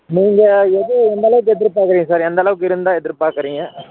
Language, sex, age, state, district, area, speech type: Tamil, male, 30-45, Tamil Nadu, Dharmapuri, rural, conversation